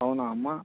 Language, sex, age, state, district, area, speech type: Telugu, male, 18-30, Andhra Pradesh, Krishna, urban, conversation